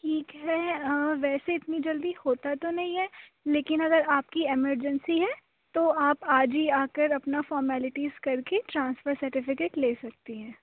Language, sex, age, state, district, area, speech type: Urdu, female, 30-45, Uttar Pradesh, Aligarh, urban, conversation